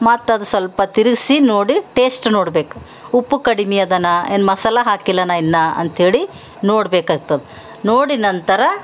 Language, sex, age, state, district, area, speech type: Kannada, female, 60+, Karnataka, Bidar, urban, spontaneous